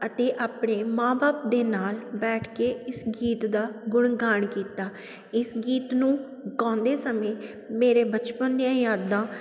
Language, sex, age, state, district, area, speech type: Punjabi, female, 30-45, Punjab, Sangrur, rural, spontaneous